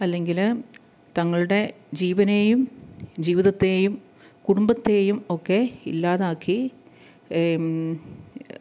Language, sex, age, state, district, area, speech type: Malayalam, female, 30-45, Kerala, Kottayam, rural, spontaneous